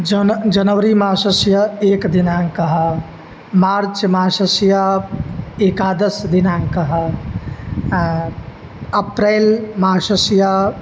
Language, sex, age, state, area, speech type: Sanskrit, male, 18-30, Uttar Pradesh, rural, spontaneous